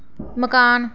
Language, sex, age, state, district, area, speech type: Dogri, female, 18-30, Jammu and Kashmir, Reasi, rural, read